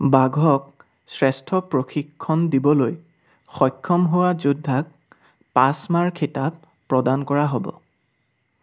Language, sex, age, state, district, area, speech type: Assamese, male, 18-30, Assam, Sivasagar, rural, read